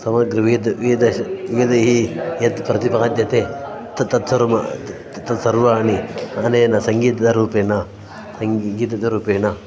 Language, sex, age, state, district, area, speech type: Sanskrit, male, 30-45, Karnataka, Dakshina Kannada, urban, spontaneous